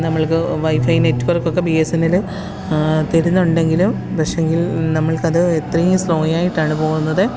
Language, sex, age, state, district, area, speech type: Malayalam, female, 30-45, Kerala, Pathanamthitta, rural, spontaneous